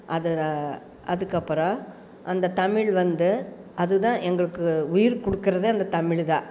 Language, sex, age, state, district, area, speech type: Tamil, female, 45-60, Tamil Nadu, Coimbatore, rural, spontaneous